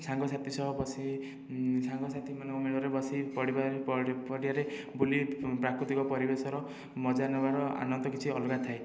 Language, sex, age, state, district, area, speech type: Odia, male, 18-30, Odisha, Khordha, rural, spontaneous